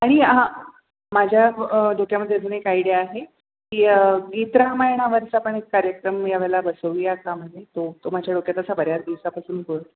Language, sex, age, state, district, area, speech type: Marathi, female, 60+, Maharashtra, Mumbai Suburban, urban, conversation